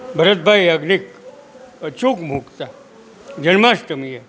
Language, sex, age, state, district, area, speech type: Gujarati, male, 60+, Gujarat, Junagadh, rural, spontaneous